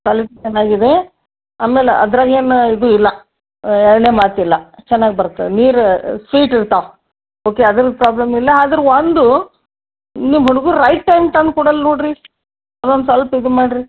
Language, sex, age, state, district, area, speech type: Kannada, female, 60+, Karnataka, Gulbarga, urban, conversation